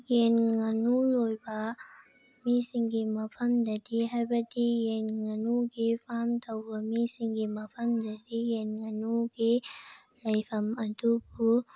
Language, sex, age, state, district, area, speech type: Manipuri, female, 18-30, Manipur, Bishnupur, rural, spontaneous